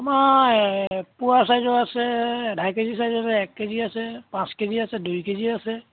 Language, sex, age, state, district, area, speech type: Assamese, male, 60+, Assam, Dibrugarh, rural, conversation